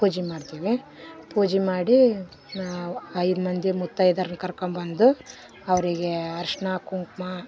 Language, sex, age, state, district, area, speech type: Kannada, female, 18-30, Karnataka, Vijayanagara, rural, spontaneous